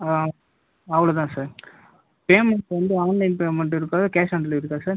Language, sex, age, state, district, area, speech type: Tamil, male, 18-30, Tamil Nadu, Viluppuram, urban, conversation